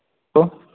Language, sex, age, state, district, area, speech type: Punjabi, male, 30-45, Punjab, Tarn Taran, rural, conversation